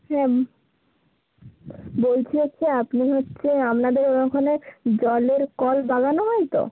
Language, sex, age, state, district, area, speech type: Bengali, female, 30-45, West Bengal, Bankura, urban, conversation